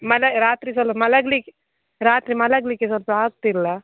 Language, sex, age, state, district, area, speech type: Kannada, female, 18-30, Karnataka, Dakshina Kannada, rural, conversation